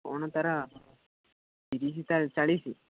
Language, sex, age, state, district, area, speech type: Odia, male, 18-30, Odisha, Jagatsinghpur, rural, conversation